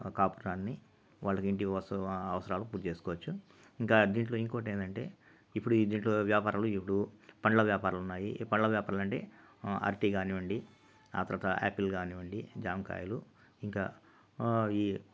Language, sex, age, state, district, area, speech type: Telugu, male, 45-60, Andhra Pradesh, Nellore, urban, spontaneous